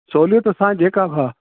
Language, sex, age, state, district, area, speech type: Sindhi, male, 60+, Delhi, South Delhi, urban, conversation